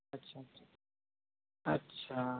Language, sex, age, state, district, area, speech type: Marathi, male, 30-45, Maharashtra, Nagpur, urban, conversation